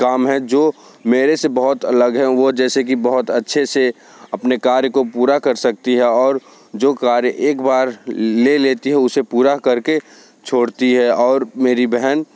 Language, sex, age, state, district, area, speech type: Hindi, male, 18-30, Uttar Pradesh, Sonbhadra, rural, spontaneous